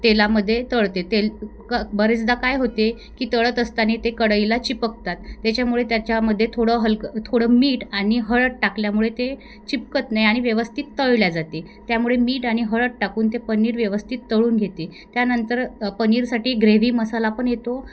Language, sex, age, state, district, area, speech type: Marathi, female, 30-45, Maharashtra, Wardha, rural, spontaneous